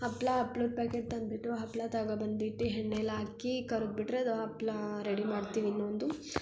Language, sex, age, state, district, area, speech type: Kannada, female, 18-30, Karnataka, Hassan, urban, spontaneous